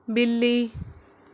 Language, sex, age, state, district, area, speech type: Punjabi, female, 18-30, Punjab, Rupnagar, rural, read